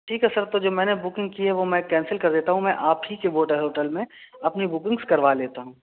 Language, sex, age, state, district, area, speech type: Urdu, male, 18-30, Delhi, South Delhi, urban, conversation